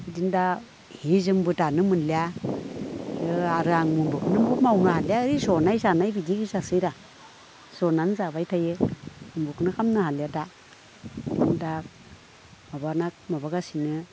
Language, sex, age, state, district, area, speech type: Bodo, female, 60+, Assam, Udalguri, rural, spontaneous